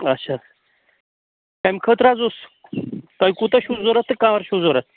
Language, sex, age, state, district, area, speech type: Kashmiri, male, 30-45, Jammu and Kashmir, Pulwama, urban, conversation